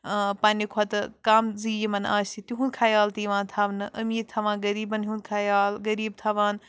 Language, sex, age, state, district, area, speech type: Kashmiri, female, 18-30, Jammu and Kashmir, Bandipora, rural, spontaneous